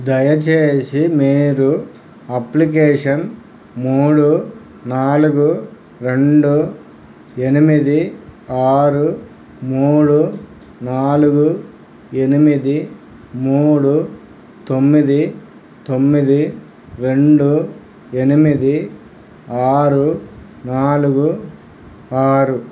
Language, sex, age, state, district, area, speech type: Telugu, male, 60+, Andhra Pradesh, Krishna, urban, read